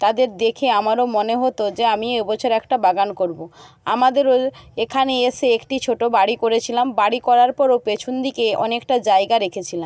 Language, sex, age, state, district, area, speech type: Bengali, female, 18-30, West Bengal, Jhargram, rural, spontaneous